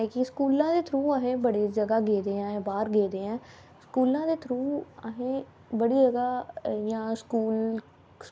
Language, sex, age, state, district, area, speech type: Dogri, female, 18-30, Jammu and Kashmir, Samba, rural, spontaneous